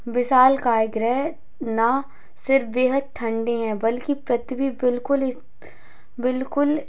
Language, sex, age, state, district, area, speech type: Hindi, female, 18-30, Madhya Pradesh, Hoshangabad, urban, spontaneous